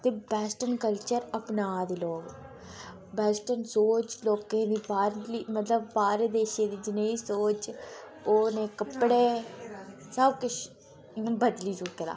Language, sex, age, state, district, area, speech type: Dogri, female, 18-30, Jammu and Kashmir, Udhampur, rural, spontaneous